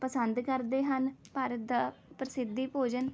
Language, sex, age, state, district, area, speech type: Punjabi, female, 18-30, Punjab, Rupnagar, urban, spontaneous